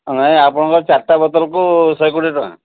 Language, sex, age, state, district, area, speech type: Odia, male, 60+, Odisha, Sundergarh, urban, conversation